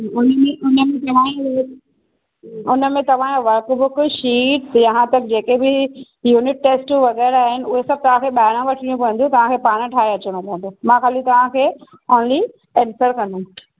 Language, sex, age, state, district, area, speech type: Sindhi, female, 30-45, Maharashtra, Thane, urban, conversation